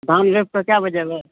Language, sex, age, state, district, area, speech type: Maithili, male, 18-30, Bihar, Supaul, rural, conversation